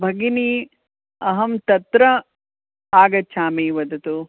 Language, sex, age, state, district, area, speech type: Sanskrit, female, 60+, Karnataka, Bangalore Urban, urban, conversation